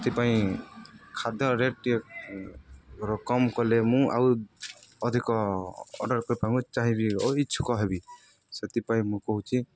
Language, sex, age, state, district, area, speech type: Odia, male, 18-30, Odisha, Balangir, urban, spontaneous